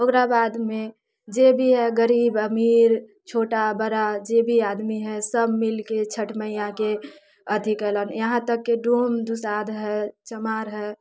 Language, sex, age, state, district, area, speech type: Maithili, female, 18-30, Bihar, Muzaffarpur, rural, spontaneous